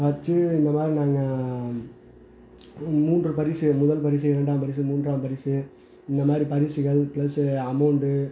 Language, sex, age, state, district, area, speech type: Tamil, male, 30-45, Tamil Nadu, Madurai, rural, spontaneous